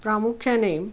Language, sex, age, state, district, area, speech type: Marathi, female, 45-60, Maharashtra, Pune, urban, spontaneous